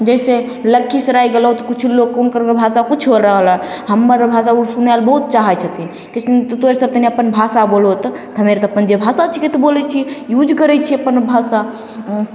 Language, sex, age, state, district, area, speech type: Maithili, female, 18-30, Bihar, Begusarai, rural, spontaneous